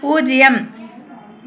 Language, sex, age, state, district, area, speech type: Tamil, female, 45-60, Tamil Nadu, Dharmapuri, urban, read